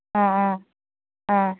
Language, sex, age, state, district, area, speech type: Assamese, female, 18-30, Assam, Lakhimpur, rural, conversation